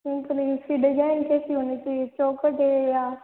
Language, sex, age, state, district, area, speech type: Hindi, female, 18-30, Rajasthan, Jodhpur, urban, conversation